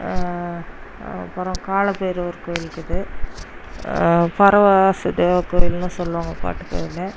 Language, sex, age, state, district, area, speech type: Tamil, female, 30-45, Tamil Nadu, Dharmapuri, rural, spontaneous